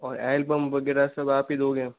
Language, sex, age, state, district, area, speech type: Hindi, female, 60+, Rajasthan, Jodhpur, urban, conversation